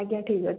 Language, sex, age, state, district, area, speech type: Odia, female, 18-30, Odisha, Puri, urban, conversation